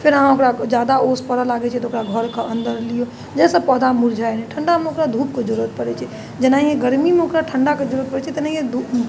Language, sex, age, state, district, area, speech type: Maithili, female, 30-45, Bihar, Muzaffarpur, urban, spontaneous